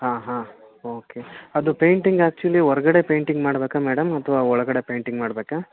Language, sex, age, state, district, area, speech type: Kannada, male, 30-45, Karnataka, Chikkamagaluru, urban, conversation